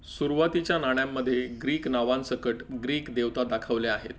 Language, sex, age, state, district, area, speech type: Marathi, male, 30-45, Maharashtra, Palghar, rural, read